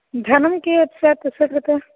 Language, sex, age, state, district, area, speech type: Sanskrit, female, 18-30, Karnataka, Shimoga, rural, conversation